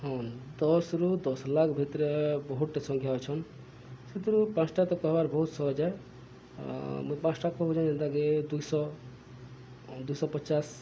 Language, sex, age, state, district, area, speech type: Odia, male, 45-60, Odisha, Subarnapur, urban, spontaneous